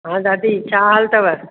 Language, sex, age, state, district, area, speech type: Sindhi, female, 45-60, Rajasthan, Ajmer, urban, conversation